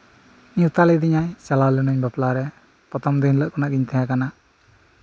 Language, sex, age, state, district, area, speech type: Santali, male, 30-45, West Bengal, Birbhum, rural, spontaneous